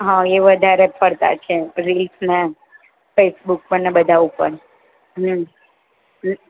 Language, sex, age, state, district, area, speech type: Gujarati, female, 30-45, Gujarat, Surat, rural, conversation